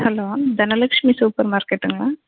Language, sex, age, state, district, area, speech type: Tamil, female, 30-45, Tamil Nadu, Erode, rural, conversation